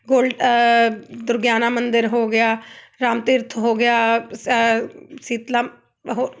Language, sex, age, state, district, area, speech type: Punjabi, female, 30-45, Punjab, Amritsar, urban, spontaneous